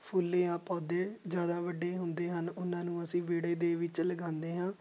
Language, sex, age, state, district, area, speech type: Punjabi, male, 18-30, Punjab, Fatehgarh Sahib, rural, spontaneous